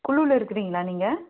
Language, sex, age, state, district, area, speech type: Tamil, female, 30-45, Tamil Nadu, Tirupattur, rural, conversation